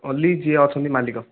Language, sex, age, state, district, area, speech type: Odia, male, 30-45, Odisha, Nayagarh, rural, conversation